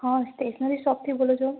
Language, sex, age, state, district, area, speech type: Gujarati, female, 18-30, Gujarat, Ahmedabad, rural, conversation